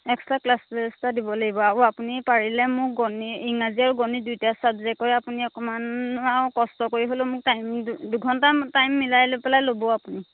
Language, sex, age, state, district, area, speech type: Assamese, female, 30-45, Assam, Majuli, urban, conversation